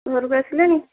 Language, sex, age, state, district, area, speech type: Odia, female, 18-30, Odisha, Dhenkanal, rural, conversation